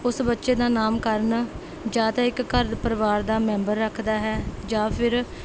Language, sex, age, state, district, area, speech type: Punjabi, female, 18-30, Punjab, Rupnagar, rural, spontaneous